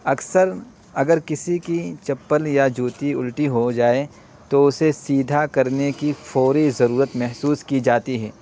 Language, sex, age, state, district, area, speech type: Urdu, male, 30-45, Uttar Pradesh, Muzaffarnagar, urban, spontaneous